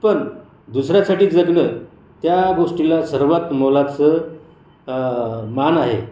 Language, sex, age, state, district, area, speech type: Marathi, male, 45-60, Maharashtra, Buldhana, rural, spontaneous